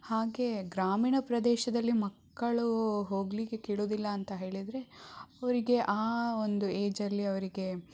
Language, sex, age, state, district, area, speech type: Kannada, female, 18-30, Karnataka, Shimoga, rural, spontaneous